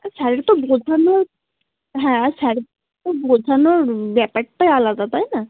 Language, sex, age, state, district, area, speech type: Bengali, female, 18-30, West Bengal, Cooch Behar, urban, conversation